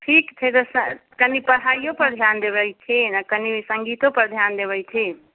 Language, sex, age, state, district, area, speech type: Maithili, female, 18-30, Bihar, Muzaffarpur, rural, conversation